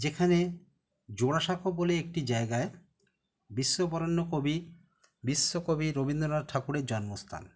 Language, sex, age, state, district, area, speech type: Bengali, male, 45-60, West Bengal, Howrah, urban, spontaneous